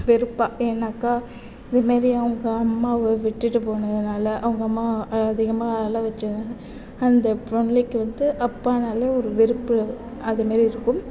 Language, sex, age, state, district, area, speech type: Tamil, female, 18-30, Tamil Nadu, Mayiladuthurai, rural, spontaneous